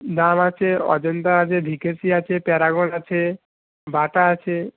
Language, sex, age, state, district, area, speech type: Bengali, male, 45-60, West Bengal, Nadia, rural, conversation